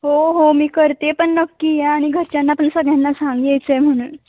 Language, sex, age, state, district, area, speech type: Marathi, female, 18-30, Maharashtra, Ratnagiri, urban, conversation